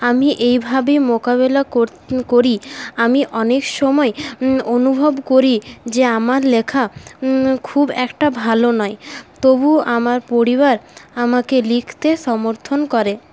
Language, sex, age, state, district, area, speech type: Bengali, female, 18-30, West Bengal, Paschim Bardhaman, urban, spontaneous